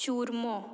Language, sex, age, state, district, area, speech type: Goan Konkani, female, 18-30, Goa, Murmgao, urban, spontaneous